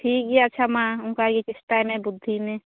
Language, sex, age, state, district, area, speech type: Santali, female, 18-30, West Bengal, Malda, rural, conversation